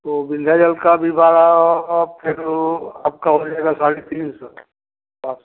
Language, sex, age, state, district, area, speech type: Hindi, male, 45-60, Uttar Pradesh, Prayagraj, rural, conversation